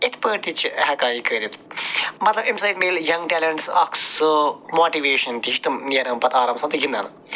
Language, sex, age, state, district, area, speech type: Kashmiri, male, 45-60, Jammu and Kashmir, Budgam, urban, spontaneous